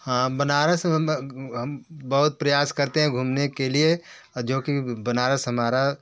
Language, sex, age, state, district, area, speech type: Hindi, male, 45-60, Uttar Pradesh, Varanasi, urban, spontaneous